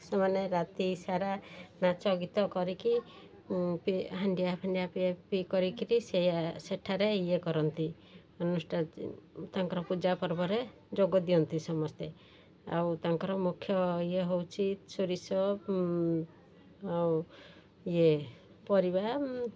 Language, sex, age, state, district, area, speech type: Odia, female, 45-60, Odisha, Sundergarh, rural, spontaneous